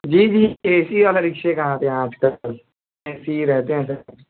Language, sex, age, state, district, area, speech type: Urdu, male, 18-30, Uttar Pradesh, Balrampur, rural, conversation